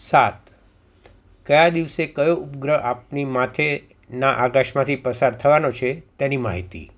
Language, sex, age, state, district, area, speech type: Gujarati, male, 60+, Gujarat, Anand, urban, spontaneous